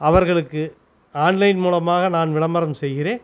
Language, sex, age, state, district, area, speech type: Tamil, male, 45-60, Tamil Nadu, Namakkal, rural, spontaneous